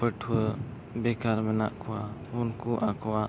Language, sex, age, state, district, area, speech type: Santali, male, 18-30, Jharkhand, East Singhbhum, rural, spontaneous